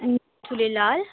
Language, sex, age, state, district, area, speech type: Sindhi, female, 18-30, Delhi, South Delhi, urban, conversation